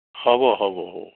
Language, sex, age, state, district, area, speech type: Assamese, male, 60+, Assam, Biswanath, rural, conversation